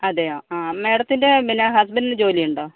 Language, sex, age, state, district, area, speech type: Malayalam, female, 60+, Kerala, Kozhikode, urban, conversation